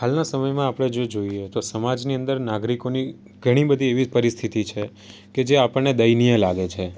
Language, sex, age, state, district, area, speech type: Gujarati, male, 18-30, Gujarat, Surat, urban, spontaneous